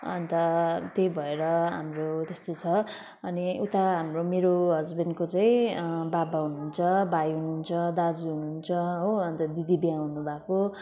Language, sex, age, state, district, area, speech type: Nepali, female, 30-45, West Bengal, Kalimpong, rural, spontaneous